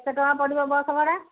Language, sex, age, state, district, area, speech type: Odia, female, 60+, Odisha, Angul, rural, conversation